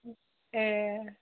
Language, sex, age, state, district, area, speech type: Bodo, female, 18-30, Assam, Udalguri, urban, conversation